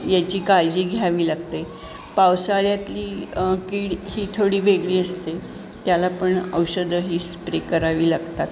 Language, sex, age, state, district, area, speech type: Marathi, female, 60+, Maharashtra, Pune, urban, spontaneous